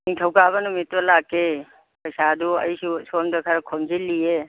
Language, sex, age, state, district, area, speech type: Manipuri, female, 60+, Manipur, Churachandpur, urban, conversation